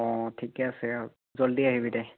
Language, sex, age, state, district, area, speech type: Assamese, male, 18-30, Assam, Biswanath, rural, conversation